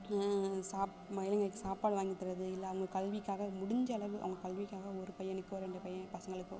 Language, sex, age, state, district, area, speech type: Tamil, female, 18-30, Tamil Nadu, Thanjavur, urban, spontaneous